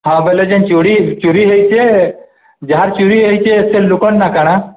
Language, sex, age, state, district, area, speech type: Odia, male, 45-60, Odisha, Nuapada, urban, conversation